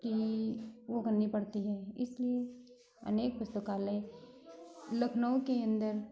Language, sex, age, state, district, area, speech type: Hindi, female, 30-45, Uttar Pradesh, Lucknow, rural, spontaneous